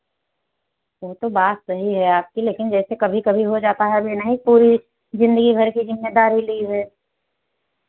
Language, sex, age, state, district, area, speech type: Hindi, female, 60+, Uttar Pradesh, Ayodhya, rural, conversation